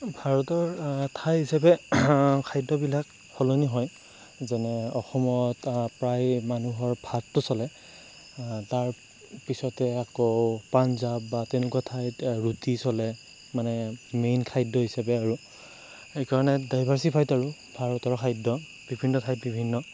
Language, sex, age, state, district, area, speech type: Assamese, male, 18-30, Assam, Darrang, rural, spontaneous